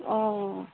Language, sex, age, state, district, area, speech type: Assamese, female, 18-30, Assam, Sonitpur, rural, conversation